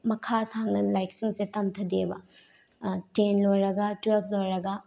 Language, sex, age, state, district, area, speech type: Manipuri, female, 18-30, Manipur, Bishnupur, rural, spontaneous